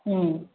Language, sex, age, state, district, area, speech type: Manipuri, female, 45-60, Manipur, Kakching, rural, conversation